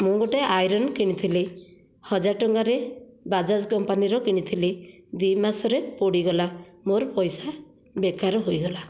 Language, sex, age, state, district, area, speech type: Odia, female, 45-60, Odisha, Nayagarh, rural, spontaneous